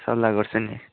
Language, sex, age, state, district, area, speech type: Nepali, male, 18-30, West Bengal, Kalimpong, rural, conversation